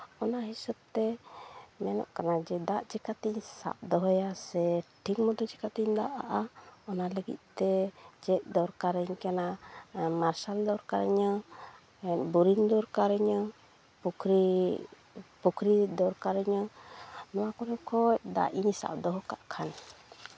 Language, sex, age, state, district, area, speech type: Santali, female, 30-45, West Bengal, Uttar Dinajpur, rural, spontaneous